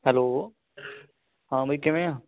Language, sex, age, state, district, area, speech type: Punjabi, male, 18-30, Punjab, Ludhiana, urban, conversation